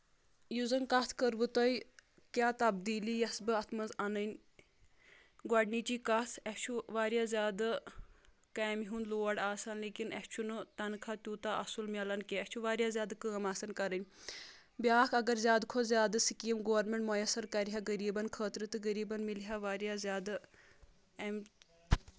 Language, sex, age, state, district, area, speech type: Kashmiri, female, 30-45, Jammu and Kashmir, Kulgam, rural, spontaneous